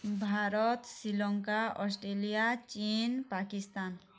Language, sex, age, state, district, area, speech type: Odia, female, 30-45, Odisha, Bargarh, urban, spontaneous